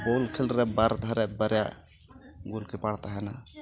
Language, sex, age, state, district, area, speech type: Santali, male, 30-45, West Bengal, Bankura, rural, spontaneous